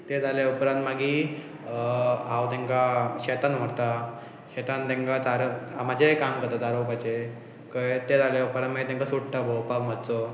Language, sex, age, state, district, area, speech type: Goan Konkani, male, 18-30, Goa, Pernem, rural, spontaneous